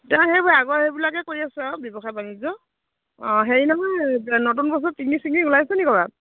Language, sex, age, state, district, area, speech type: Assamese, female, 30-45, Assam, Dibrugarh, urban, conversation